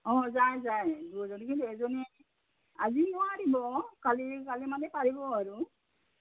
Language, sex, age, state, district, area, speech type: Assamese, female, 60+, Assam, Udalguri, rural, conversation